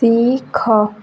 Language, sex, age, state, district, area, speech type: Odia, female, 18-30, Odisha, Nuapada, urban, read